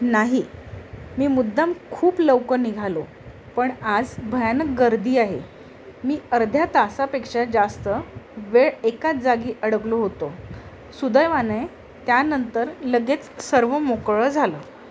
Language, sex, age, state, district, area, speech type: Marathi, female, 45-60, Maharashtra, Nagpur, urban, read